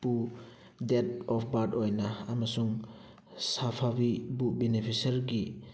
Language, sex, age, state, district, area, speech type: Manipuri, male, 30-45, Manipur, Thoubal, rural, read